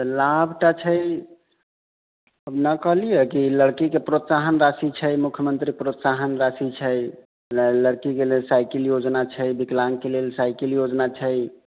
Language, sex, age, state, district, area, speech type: Maithili, male, 45-60, Bihar, Sitamarhi, rural, conversation